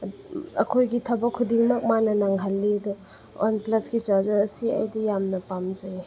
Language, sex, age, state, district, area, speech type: Manipuri, female, 18-30, Manipur, Chandel, rural, spontaneous